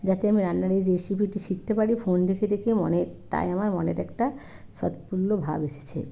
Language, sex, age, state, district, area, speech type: Bengali, female, 45-60, West Bengal, Hooghly, rural, spontaneous